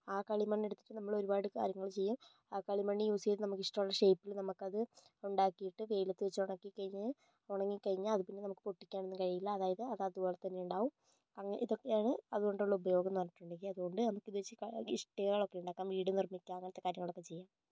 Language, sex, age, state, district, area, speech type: Malayalam, female, 18-30, Kerala, Kozhikode, urban, spontaneous